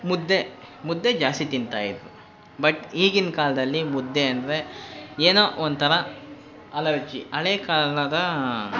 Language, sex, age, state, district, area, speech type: Kannada, male, 18-30, Karnataka, Kolar, rural, spontaneous